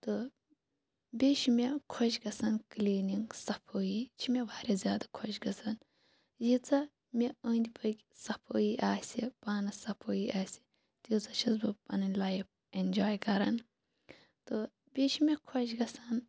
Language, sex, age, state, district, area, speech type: Kashmiri, female, 18-30, Jammu and Kashmir, Kupwara, rural, spontaneous